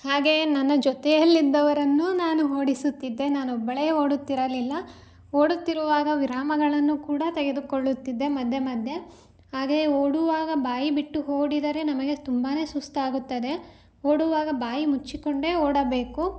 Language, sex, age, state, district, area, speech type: Kannada, female, 18-30, Karnataka, Davanagere, rural, spontaneous